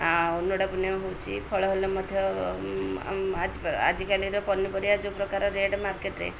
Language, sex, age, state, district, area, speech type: Odia, female, 30-45, Odisha, Ganjam, urban, spontaneous